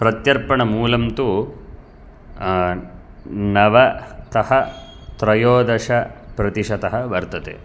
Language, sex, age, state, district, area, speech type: Sanskrit, male, 18-30, Karnataka, Bangalore Urban, urban, spontaneous